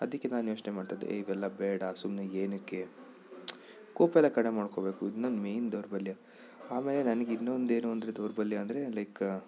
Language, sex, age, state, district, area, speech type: Kannada, male, 30-45, Karnataka, Bidar, rural, spontaneous